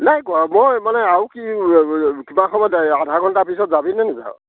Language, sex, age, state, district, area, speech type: Assamese, male, 60+, Assam, Nagaon, rural, conversation